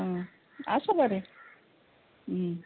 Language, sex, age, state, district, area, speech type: Goan Konkani, female, 45-60, Goa, Murmgao, rural, conversation